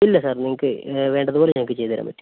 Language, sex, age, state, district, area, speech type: Malayalam, male, 30-45, Kerala, Wayanad, rural, conversation